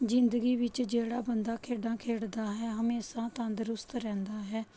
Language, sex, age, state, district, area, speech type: Punjabi, female, 30-45, Punjab, Pathankot, rural, spontaneous